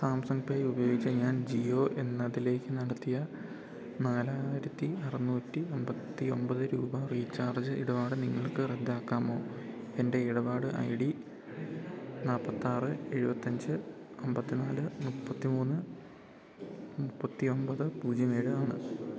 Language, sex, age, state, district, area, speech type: Malayalam, male, 18-30, Kerala, Idukki, rural, read